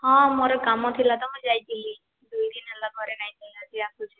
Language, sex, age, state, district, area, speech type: Odia, female, 18-30, Odisha, Boudh, rural, conversation